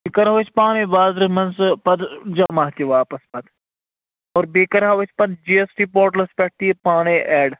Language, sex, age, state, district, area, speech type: Kashmiri, male, 45-60, Jammu and Kashmir, Baramulla, rural, conversation